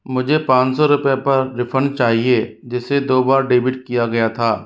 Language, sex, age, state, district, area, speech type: Hindi, male, 60+, Rajasthan, Jaipur, urban, read